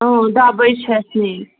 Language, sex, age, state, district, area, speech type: Kashmiri, female, 18-30, Jammu and Kashmir, Kupwara, rural, conversation